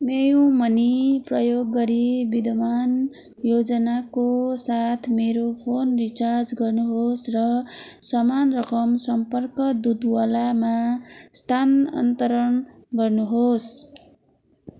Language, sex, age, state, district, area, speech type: Nepali, female, 30-45, West Bengal, Darjeeling, rural, read